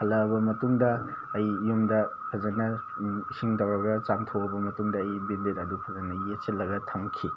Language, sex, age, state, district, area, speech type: Manipuri, male, 18-30, Manipur, Thoubal, rural, spontaneous